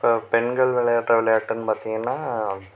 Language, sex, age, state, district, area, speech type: Tamil, male, 18-30, Tamil Nadu, Perambalur, rural, spontaneous